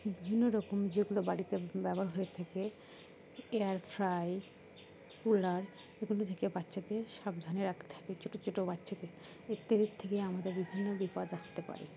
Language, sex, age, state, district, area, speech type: Bengali, female, 18-30, West Bengal, Dakshin Dinajpur, urban, spontaneous